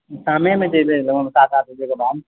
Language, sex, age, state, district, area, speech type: Maithili, male, 45-60, Bihar, Purnia, rural, conversation